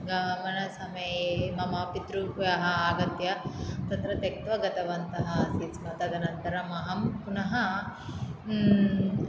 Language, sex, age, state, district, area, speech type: Sanskrit, female, 18-30, Andhra Pradesh, Anantapur, rural, spontaneous